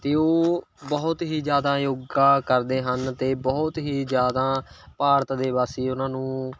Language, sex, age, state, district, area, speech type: Punjabi, male, 18-30, Punjab, Mohali, rural, spontaneous